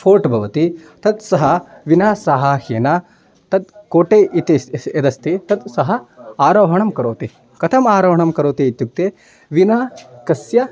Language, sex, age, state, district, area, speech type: Sanskrit, male, 18-30, Karnataka, Chitradurga, rural, spontaneous